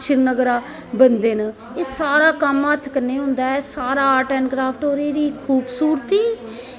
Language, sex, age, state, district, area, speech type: Dogri, female, 45-60, Jammu and Kashmir, Jammu, urban, spontaneous